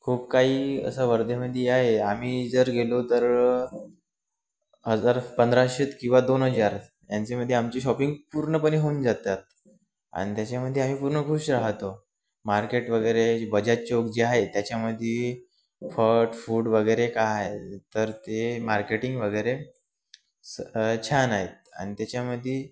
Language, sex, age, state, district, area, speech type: Marathi, male, 18-30, Maharashtra, Wardha, urban, spontaneous